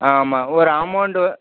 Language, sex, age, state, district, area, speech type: Tamil, male, 60+, Tamil Nadu, Erode, urban, conversation